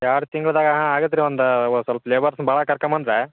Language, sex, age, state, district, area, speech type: Kannada, male, 18-30, Karnataka, Dharwad, urban, conversation